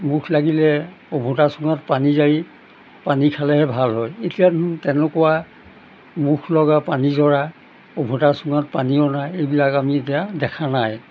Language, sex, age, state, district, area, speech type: Assamese, male, 60+, Assam, Golaghat, urban, spontaneous